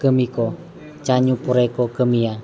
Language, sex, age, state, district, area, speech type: Santali, male, 18-30, Jharkhand, East Singhbhum, rural, spontaneous